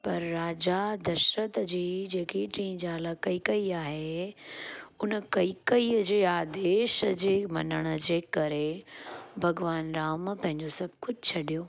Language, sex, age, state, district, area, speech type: Sindhi, female, 30-45, Gujarat, Junagadh, urban, spontaneous